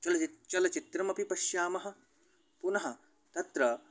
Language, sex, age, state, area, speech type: Sanskrit, male, 18-30, Haryana, rural, spontaneous